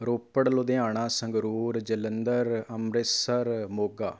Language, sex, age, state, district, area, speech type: Punjabi, male, 30-45, Punjab, Rupnagar, urban, spontaneous